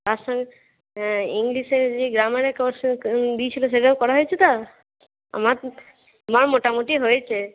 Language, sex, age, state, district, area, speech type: Bengali, female, 18-30, West Bengal, Cooch Behar, rural, conversation